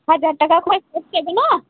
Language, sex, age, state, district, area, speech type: Santali, female, 18-30, West Bengal, Birbhum, rural, conversation